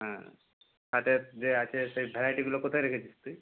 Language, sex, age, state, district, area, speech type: Bengali, male, 18-30, West Bengal, Purba Medinipur, rural, conversation